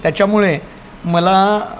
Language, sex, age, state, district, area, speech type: Marathi, male, 30-45, Maharashtra, Palghar, rural, spontaneous